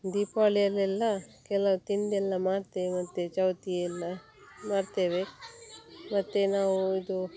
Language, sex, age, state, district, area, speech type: Kannada, female, 30-45, Karnataka, Dakshina Kannada, rural, spontaneous